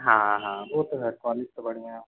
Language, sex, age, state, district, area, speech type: Hindi, male, 18-30, Madhya Pradesh, Jabalpur, urban, conversation